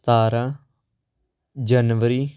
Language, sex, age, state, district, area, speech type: Punjabi, male, 18-30, Punjab, Patiala, urban, spontaneous